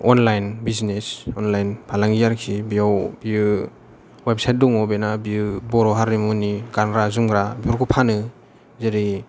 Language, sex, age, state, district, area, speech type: Bodo, male, 18-30, Assam, Chirang, urban, spontaneous